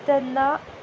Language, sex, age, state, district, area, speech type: Goan Konkani, female, 18-30, Goa, Sanguem, rural, spontaneous